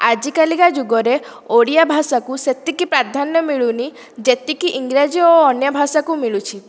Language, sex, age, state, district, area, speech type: Odia, female, 30-45, Odisha, Dhenkanal, rural, spontaneous